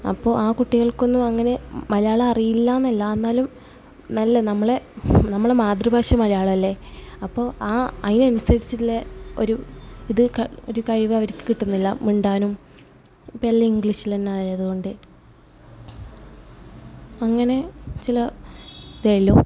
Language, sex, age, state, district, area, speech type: Malayalam, female, 18-30, Kerala, Kasaragod, urban, spontaneous